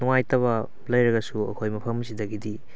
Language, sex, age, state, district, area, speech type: Manipuri, male, 18-30, Manipur, Kakching, rural, spontaneous